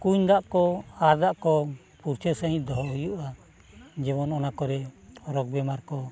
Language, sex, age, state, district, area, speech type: Santali, male, 45-60, Odisha, Mayurbhanj, rural, spontaneous